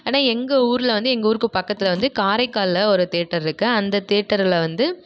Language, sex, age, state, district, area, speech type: Tamil, female, 18-30, Tamil Nadu, Nagapattinam, rural, spontaneous